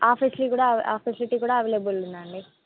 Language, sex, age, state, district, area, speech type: Telugu, female, 18-30, Telangana, Mahbubnagar, urban, conversation